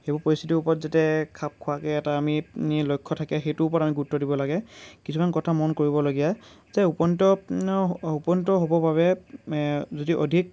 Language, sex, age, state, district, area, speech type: Assamese, male, 18-30, Assam, Lakhimpur, rural, spontaneous